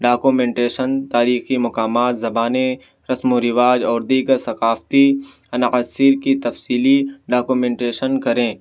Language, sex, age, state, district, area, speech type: Urdu, male, 18-30, Uttar Pradesh, Siddharthnagar, rural, spontaneous